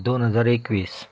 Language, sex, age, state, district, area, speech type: Goan Konkani, male, 30-45, Goa, Canacona, rural, spontaneous